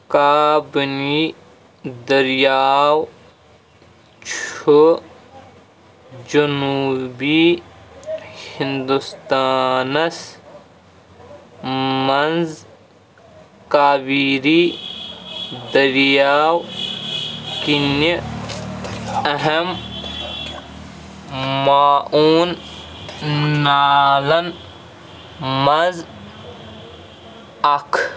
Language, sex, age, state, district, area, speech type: Kashmiri, male, 18-30, Jammu and Kashmir, Shopian, rural, read